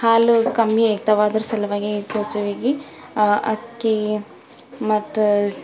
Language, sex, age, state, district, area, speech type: Kannada, female, 30-45, Karnataka, Bidar, urban, spontaneous